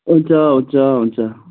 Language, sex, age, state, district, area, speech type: Nepali, male, 18-30, West Bengal, Darjeeling, rural, conversation